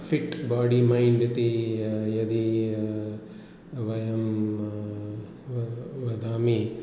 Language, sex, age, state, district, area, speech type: Sanskrit, male, 45-60, Kerala, Palakkad, urban, spontaneous